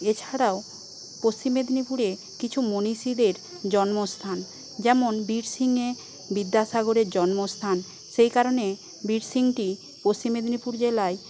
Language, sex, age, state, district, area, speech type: Bengali, female, 18-30, West Bengal, Paschim Medinipur, rural, spontaneous